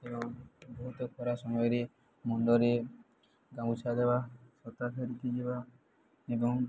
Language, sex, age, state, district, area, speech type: Odia, male, 18-30, Odisha, Subarnapur, urban, spontaneous